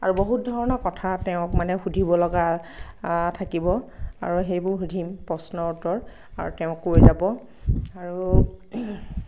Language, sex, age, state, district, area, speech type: Assamese, female, 18-30, Assam, Darrang, rural, spontaneous